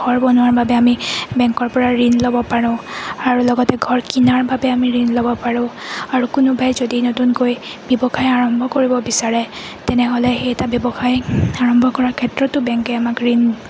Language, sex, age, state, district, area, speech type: Assamese, female, 30-45, Assam, Goalpara, urban, spontaneous